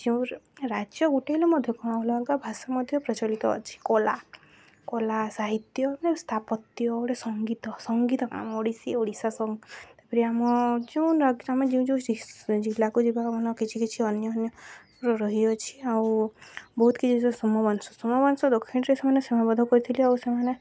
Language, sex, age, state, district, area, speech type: Odia, female, 18-30, Odisha, Subarnapur, urban, spontaneous